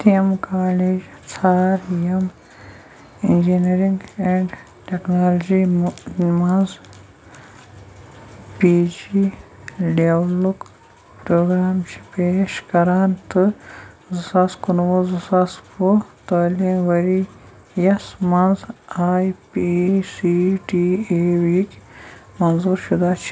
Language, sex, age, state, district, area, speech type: Kashmiri, male, 18-30, Jammu and Kashmir, Shopian, rural, read